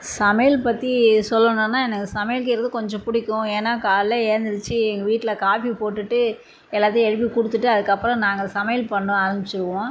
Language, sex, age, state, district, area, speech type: Tamil, female, 60+, Tamil Nadu, Salem, rural, spontaneous